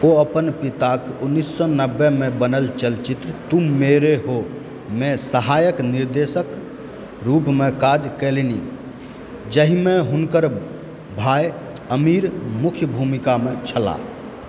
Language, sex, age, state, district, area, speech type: Maithili, male, 18-30, Bihar, Supaul, rural, read